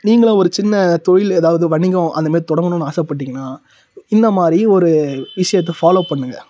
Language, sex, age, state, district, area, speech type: Tamil, male, 30-45, Tamil Nadu, Tiruvannamalai, rural, spontaneous